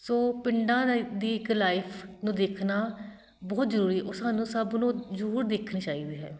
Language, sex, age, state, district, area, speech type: Punjabi, female, 30-45, Punjab, Shaheed Bhagat Singh Nagar, urban, spontaneous